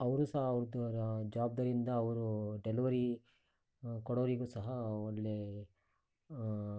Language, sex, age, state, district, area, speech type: Kannada, male, 60+, Karnataka, Shimoga, rural, spontaneous